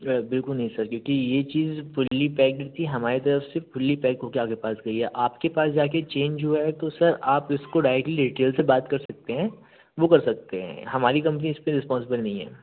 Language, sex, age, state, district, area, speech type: Hindi, male, 30-45, Madhya Pradesh, Jabalpur, urban, conversation